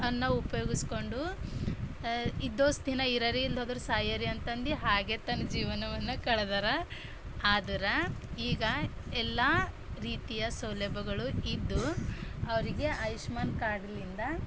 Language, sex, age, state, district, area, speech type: Kannada, female, 30-45, Karnataka, Bidar, rural, spontaneous